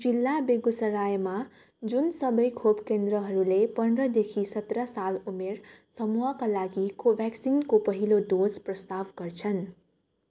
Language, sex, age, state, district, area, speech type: Nepali, female, 18-30, West Bengal, Darjeeling, rural, read